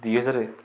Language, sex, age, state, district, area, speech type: Odia, male, 18-30, Odisha, Kendujhar, urban, spontaneous